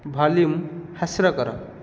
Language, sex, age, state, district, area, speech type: Odia, male, 18-30, Odisha, Nayagarh, rural, read